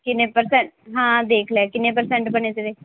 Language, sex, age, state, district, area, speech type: Punjabi, female, 18-30, Punjab, Muktsar, rural, conversation